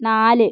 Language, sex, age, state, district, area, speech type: Malayalam, female, 30-45, Kerala, Wayanad, rural, read